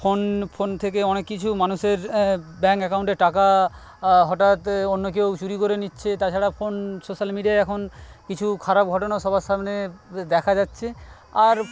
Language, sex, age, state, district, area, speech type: Bengali, male, 30-45, West Bengal, Paschim Medinipur, rural, spontaneous